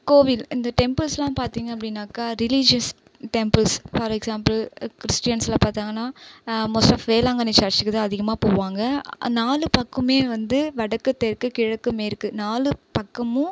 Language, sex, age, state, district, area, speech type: Tamil, female, 30-45, Tamil Nadu, Viluppuram, rural, spontaneous